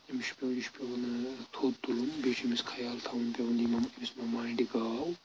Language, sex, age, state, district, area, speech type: Kashmiri, male, 30-45, Jammu and Kashmir, Anantnag, rural, spontaneous